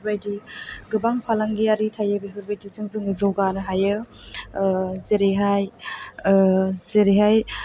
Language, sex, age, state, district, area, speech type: Bodo, female, 18-30, Assam, Chirang, urban, spontaneous